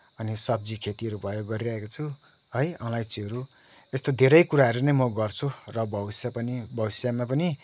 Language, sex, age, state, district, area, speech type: Nepali, male, 30-45, West Bengal, Kalimpong, rural, spontaneous